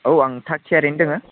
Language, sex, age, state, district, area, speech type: Bodo, male, 18-30, Assam, Udalguri, rural, conversation